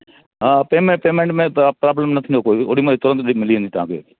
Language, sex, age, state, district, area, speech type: Sindhi, male, 60+, Madhya Pradesh, Katni, urban, conversation